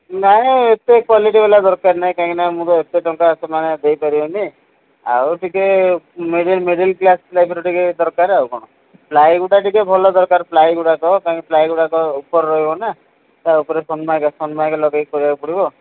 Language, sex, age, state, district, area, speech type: Odia, male, 45-60, Odisha, Sundergarh, rural, conversation